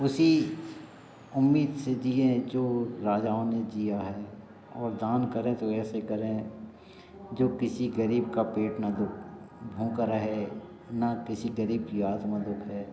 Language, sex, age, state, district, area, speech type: Hindi, male, 60+, Madhya Pradesh, Hoshangabad, rural, spontaneous